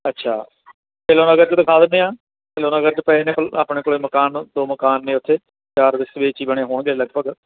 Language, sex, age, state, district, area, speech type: Punjabi, male, 45-60, Punjab, Barnala, urban, conversation